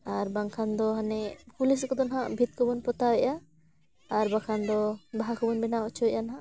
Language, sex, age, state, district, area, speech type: Santali, female, 18-30, Jharkhand, Bokaro, rural, spontaneous